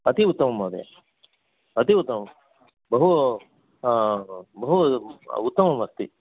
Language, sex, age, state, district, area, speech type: Sanskrit, male, 60+, Karnataka, Bangalore Urban, urban, conversation